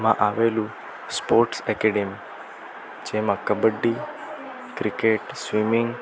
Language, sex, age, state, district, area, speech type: Gujarati, male, 18-30, Gujarat, Rajkot, rural, spontaneous